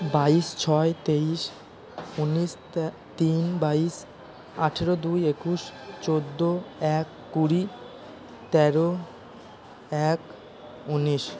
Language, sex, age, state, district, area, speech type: Bengali, male, 30-45, West Bengal, Purba Bardhaman, urban, spontaneous